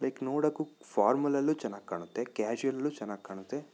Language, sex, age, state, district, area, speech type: Kannada, male, 18-30, Karnataka, Chikkaballapur, urban, spontaneous